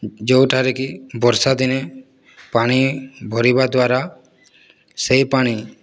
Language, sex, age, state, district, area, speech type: Odia, male, 18-30, Odisha, Boudh, rural, spontaneous